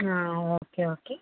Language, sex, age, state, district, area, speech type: Malayalam, female, 45-60, Kerala, Palakkad, rural, conversation